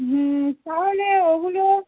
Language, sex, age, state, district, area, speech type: Bengali, female, 45-60, West Bengal, North 24 Parganas, urban, conversation